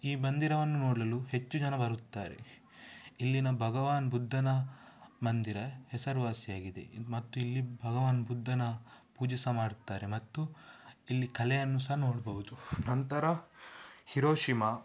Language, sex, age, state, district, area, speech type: Kannada, male, 18-30, Karnataka, Udupi, rural, spontaneous